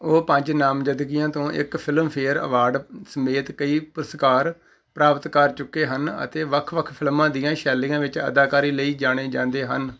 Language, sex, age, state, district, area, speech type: Punjabi, male, 45-60, Punjab, Tarn Taran, rural, read